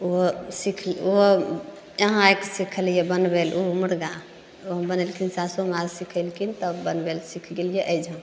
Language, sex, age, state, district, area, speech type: Maithili, female, 30-45, Bihar, Begusarai, rural, spontaneous